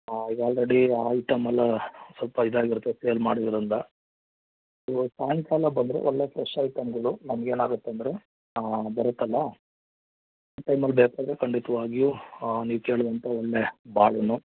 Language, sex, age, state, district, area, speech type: Kannada, male, 30-45, Karnataka, Mandya, rural, conversation